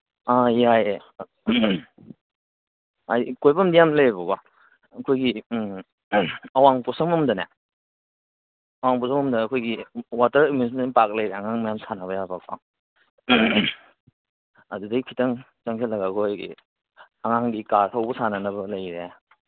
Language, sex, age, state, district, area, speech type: Manipuri, male, 30-45, Manipur, Kangpokpi, urban, conversation